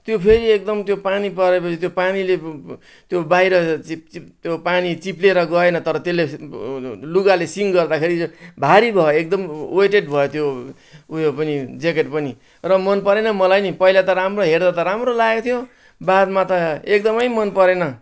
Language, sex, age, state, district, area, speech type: Nepali, male, 60+, West Bengal, Kalimpong, rural, spontaneous